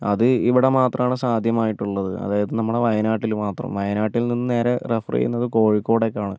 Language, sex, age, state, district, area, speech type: Malayalam, male, 30-45, Kerala, Wayanad, rural, spontaneous